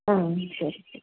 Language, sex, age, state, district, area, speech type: Kannada, female, 30-45, Karnataka, Tumkur, rural, conversation